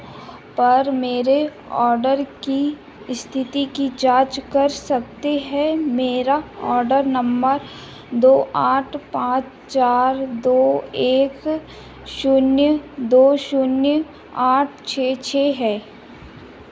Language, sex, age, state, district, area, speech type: Hindi, female, 18-30, Madhya Pradesh, Chhindwara, urban, read